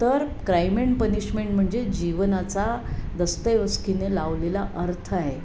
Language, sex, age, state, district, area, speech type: Marathi, female, 60+, Maharashtra, Sangli, urban, spontaneous